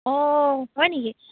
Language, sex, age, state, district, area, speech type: Assamese, female, 18-30, Assam, Dibrugarh, rural, conversation